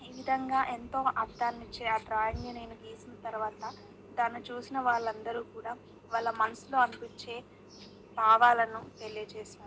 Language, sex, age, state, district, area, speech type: Telugu, female, 18-30, Telangana, Bhadradri Kothagudem, rural, spontaneous